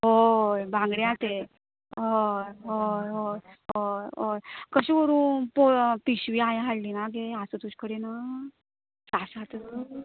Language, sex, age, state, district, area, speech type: Goan Konkani, female, 30-45, Goa, Canacona, rural, conversation